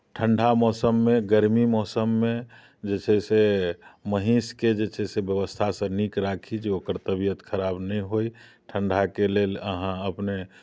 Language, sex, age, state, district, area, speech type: Maithili, male, 45-60, Bihar, Muzaffarpur, rural, spontaneous